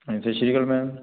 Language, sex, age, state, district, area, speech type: Punjabi, male, 18-30, Punjab, Fazilka, rural, conversation